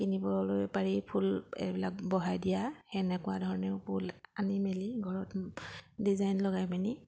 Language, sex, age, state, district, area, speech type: Assamese, female, 30-45, Assam, Sivasagar, urban, spontaneous